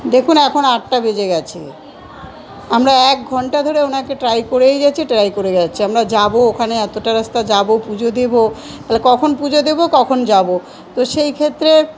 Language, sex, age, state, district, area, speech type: Bengali, female, 45-60, West Bengal, South 24 Parganas, urban, spontaneous